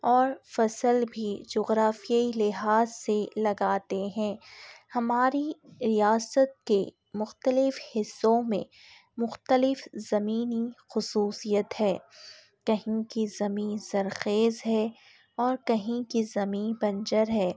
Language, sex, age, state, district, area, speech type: Urdu, female, 18-30, Telangana, Hyderabad, urban, spontaneous